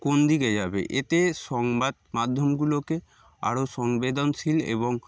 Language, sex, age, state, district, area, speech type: Bengali, male, 30-45, West Bengal, Darjeeling, urban, spontaneous